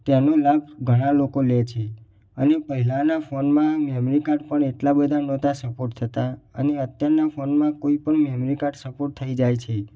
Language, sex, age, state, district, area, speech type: Gujarati, male, 18-30, Gujarat, Mehsana, rural, spontaneous